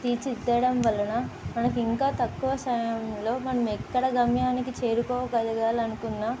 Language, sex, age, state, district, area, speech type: Telugu, female, 18-30, Telangana, Nizamabad, urban, spontaneous